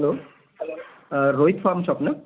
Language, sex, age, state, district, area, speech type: Marathi, male, 45-60, Maharashtra, Raigad, urban, conversation